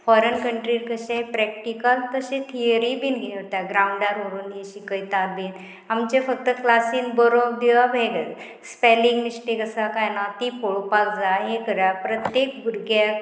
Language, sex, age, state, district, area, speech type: Goan Konkani, female, 45-60, Goa, Murmgao, rural, spontaneous